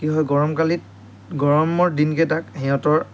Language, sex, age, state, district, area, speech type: Assamese, male, 18-30, Assam, Lakhimpur, urban, spontaneous